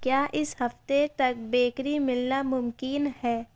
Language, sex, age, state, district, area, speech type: Urdu, female, 18-30, Uttar Pradesh, Ghaziabad, rural, read